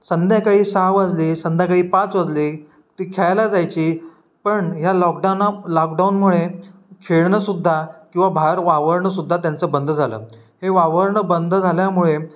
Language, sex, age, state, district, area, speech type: Marathi, male, 18-30, Maharashtra, Ratnagiri, rural, spontaneous